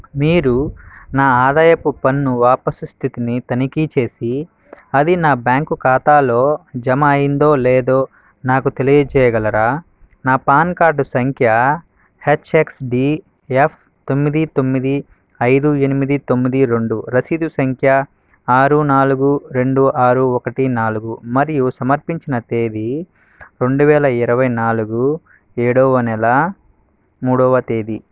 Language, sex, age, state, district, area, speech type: Telugu, male, 18-30, Andhra Pradesh, Sri Balaji, rural, read